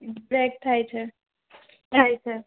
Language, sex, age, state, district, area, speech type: Gujarati, female, 30-45, Gujarat, Rajkot, urban, conversation